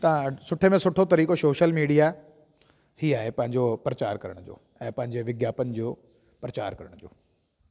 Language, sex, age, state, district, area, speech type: Sindhi, male, 30-45, Delhi, South Delhi, urban, spontaneous